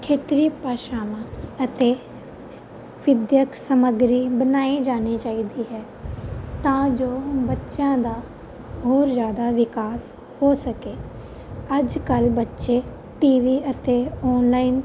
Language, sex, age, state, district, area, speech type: Punjabi, female, 18-30, Punjab, Fazilka, rural, spontaneous